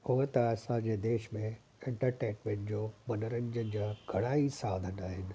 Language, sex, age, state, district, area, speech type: Sindhi, male, 45-60, Delhi, South Delhi, urban, spontaneous